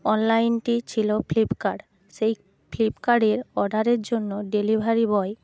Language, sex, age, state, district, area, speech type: Bengali, female, 30-45, West Bengal, Purba Medinipur, rural, spontaneous